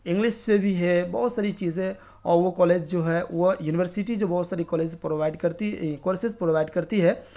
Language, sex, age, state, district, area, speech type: Urdu, male, 30-45, Bihar, Darbhanga, rural, spontaneous